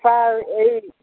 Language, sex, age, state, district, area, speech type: Odia, male, 45-60, Odisha, Nuapada, urban, conversation